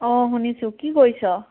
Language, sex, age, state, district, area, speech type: Assamese, female, 18-30, Assam, Lakhimpur, urban, conversation